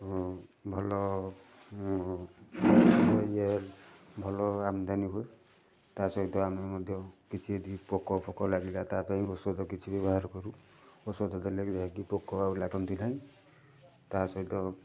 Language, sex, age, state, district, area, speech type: Odia, male, 30-45, Odisha, Kendujhar, urban, spontaneous